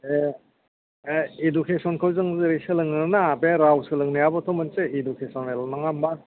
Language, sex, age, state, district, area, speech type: Bodo, male, 45-60, Assam, Kokrajhar, urban, conversation